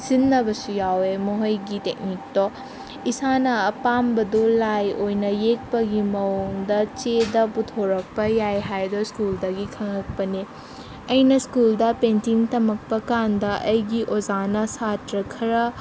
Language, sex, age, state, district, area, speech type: Manipuri, female, 18-30, Manipur, Senapati, rural, spontaneous